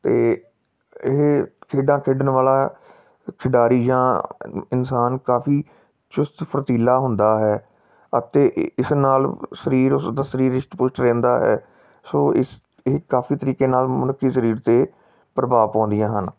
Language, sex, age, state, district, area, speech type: Punjabi, male, 30-45, Punjab, Tarn Taran, urban, spontaneous